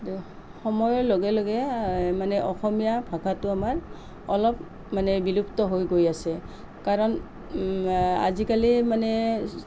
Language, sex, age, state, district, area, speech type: Assamese, female, 45-60, Assam, Nalbari, rural, spontaneous